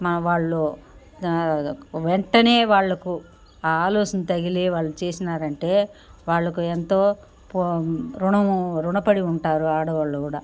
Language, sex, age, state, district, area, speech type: Telugu, female, 60+, Andhra Pradesh, Sri Balaji, urban, spontaneous